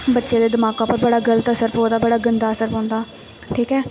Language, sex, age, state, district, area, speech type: Dogri, female, 18-30, Jammu and Kashmir, Jammu, rural, spontaneous